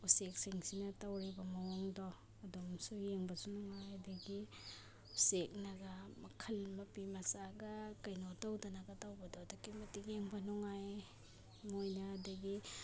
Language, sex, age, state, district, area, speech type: Manipuri, female, 30-45, Manipur, Imphal East, rural, spontaneous